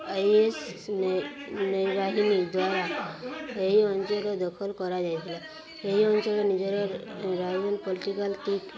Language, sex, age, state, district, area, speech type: Odia, female, 18-30, Odisha, Subarnapur, urban, spontaneous